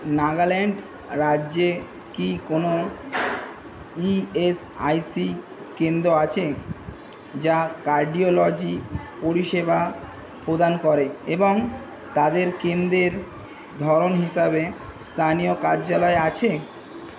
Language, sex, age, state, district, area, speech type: Bengali, male, 18-30, West Bengal, Kolkata, urban, read